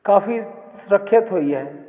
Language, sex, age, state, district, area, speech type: Punjabi, male, 45-60, Punjab, Jalandhar, urban, spontaneous